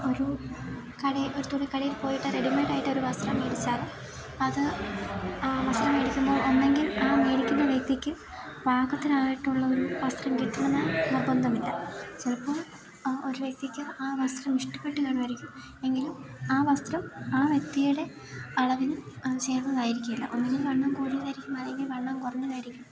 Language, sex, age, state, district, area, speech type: Malayalam, female, 18-30, Kerala, Idukki, rural, spontaneous